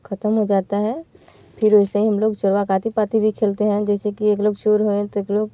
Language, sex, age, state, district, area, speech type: Hindi, female, 18-30, Uttar Pradesh, Varanasi, rural, spontaneous